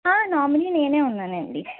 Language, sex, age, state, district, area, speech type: Telugu, female, 45-60, Andhra Pradesh, East Godavari, urban, conversation